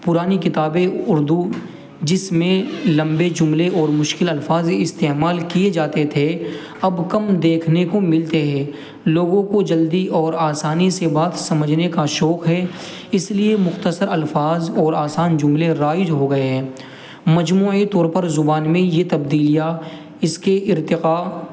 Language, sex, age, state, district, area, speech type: Urdu, male, 18-30, Uttar Pradesh, Muzaffarnagar, urban, spontaneous